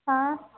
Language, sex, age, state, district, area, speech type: Marathi, female, 18-30, Maharashtra, Hingoli, urban, conversation